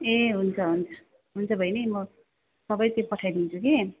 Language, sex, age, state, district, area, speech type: Nepali, female, 30-45, West Bengal, Darjeeling, rural, conversation